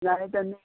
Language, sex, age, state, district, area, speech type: Goan Konkani, female, 60+, Goa, Murmgao, rural, conversation